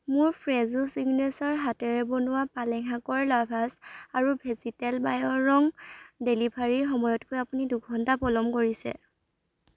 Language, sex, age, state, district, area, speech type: Assamese, female, 18-30, Assam, Dhemaji, rural, read